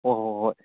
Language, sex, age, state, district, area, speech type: Manipuri, male, 30-45, Manipur, Churachandpur, rural, conversation